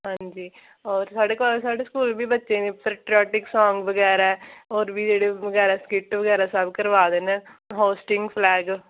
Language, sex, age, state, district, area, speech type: Dogri, female, 18-30, Jammu and Kashmir, Jammu, rural, conversation